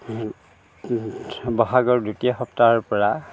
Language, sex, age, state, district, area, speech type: Assamese, male, 60+, Assam, Dhemaji, rural, spontaneous